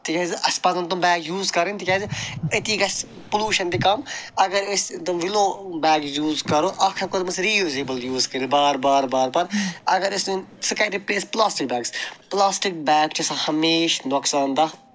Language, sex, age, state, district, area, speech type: Kashmiri, male, 45-60, Jammu and Kashmir, Ganderbal, urban, spontaneous